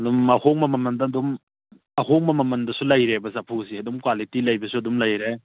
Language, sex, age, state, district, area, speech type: Manipuri, male, 30-45, Manipur, Churachandpur, rural, conversation